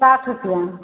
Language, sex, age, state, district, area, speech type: Hindi, female, 45-60, Uttar Pradesh, Mau, urban, conversation